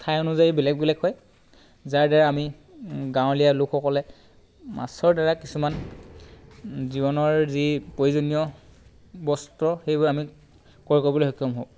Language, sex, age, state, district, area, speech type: Assamese, male, 18-30, Assam, Tinsukia, urban, spontaneous